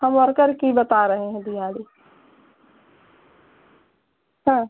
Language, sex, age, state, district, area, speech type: Hindi, female, 45-60, Uttar Pradesh, Pratapgarh, rural, conversation